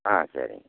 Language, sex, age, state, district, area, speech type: Tamil, male, 60+, Tamil Nadu, Namakkal, rural, conversation